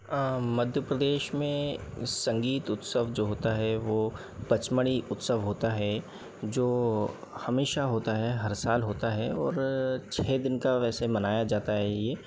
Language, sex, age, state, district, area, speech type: Hindi, male, 30-45, Madhya Pradesh, Bhopal, urban, spontaneous